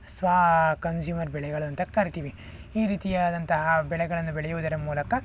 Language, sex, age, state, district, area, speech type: Kannada, male, 45-60, Karnataka, Tumkur, urban, spontaneous